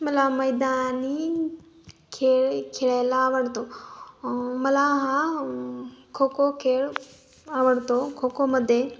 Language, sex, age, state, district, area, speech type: Marathi, female, 18-30, Maharashtra, Hingoli, urban, spontaneous